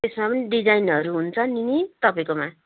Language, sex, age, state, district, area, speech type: Nepali, female, 45-60, West Bengal, Kalimpong, rural, conversation